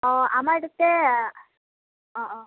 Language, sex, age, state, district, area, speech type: Assamese, female, 45-60, Assam, Morigaon, urban, conversation